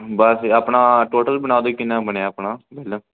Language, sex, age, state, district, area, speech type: Punjabi, male, 18-30, Punjab, Firozpur, rural, conversation